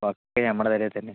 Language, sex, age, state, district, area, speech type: Malayalam, male, 18-30, Kerala, Palakkad, rural, conversation